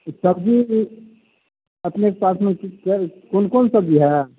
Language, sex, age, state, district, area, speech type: Maithili, male, 60+, Bihar, Begusarai, rural, conversation